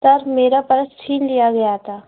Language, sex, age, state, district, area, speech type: Hindi, female, 18-30, Madhya Pradesh, Gwalior, urban, conversation